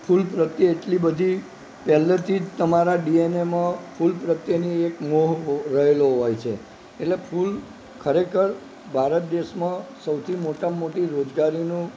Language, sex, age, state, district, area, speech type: Gujarati, male, 60+, Gujarat, Narmada, urban, spontaneous